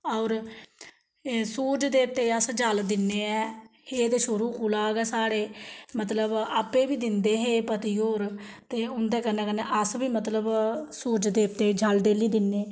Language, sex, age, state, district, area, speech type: Dogri, female, 30-45, Jammu and Kashmir, Samba, rural, spontaneous